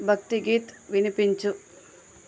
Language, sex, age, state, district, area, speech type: Telugu, female, 30-45, Andhra Pradesh, Sri Balaji, rural, read